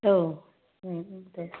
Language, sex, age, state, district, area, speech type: Bodo, female, 30-45, Assam, Kokrajhar, rural, conversation